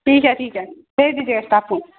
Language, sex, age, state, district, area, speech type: Urdu, female, 18-30, Bihar, Saharsa, rural, conversation